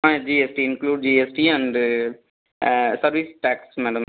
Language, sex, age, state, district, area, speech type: Tamil, male, 30-45, Tamil Nadu, Viluppuram, rural, conversation